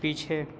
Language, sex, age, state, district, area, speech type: Hindi, male, 30-45, Uttar Pradesh, Azamgarh, rural, read